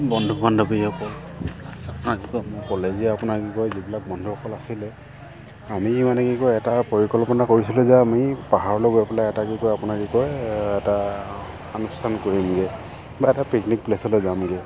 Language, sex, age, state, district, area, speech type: Assamese, male, 30-45, Assam, Sivasagar, rural, spontaneous